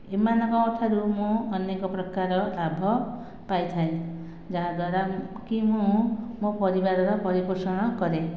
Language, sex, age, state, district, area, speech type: Odia, female, 45-60, Odisha, Khordha, rural, spontaneous